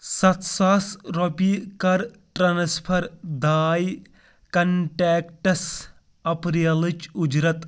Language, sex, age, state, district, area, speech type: Kashmiri, male, 30-45, Jammu and Kashmir, Pulwama, rural, read